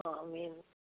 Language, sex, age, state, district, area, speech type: Punjabi, female, 60+, Punjab, Fazilka, rural, conversation